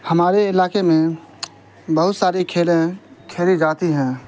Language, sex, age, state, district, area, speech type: Urdu, male, 18-30, Bihar, Saharsa, rural, spontaneous